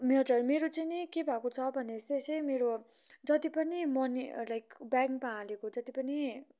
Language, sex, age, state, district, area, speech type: Nepali, female, 18-30, West Bengal, Kalimpong, rural, spontaneous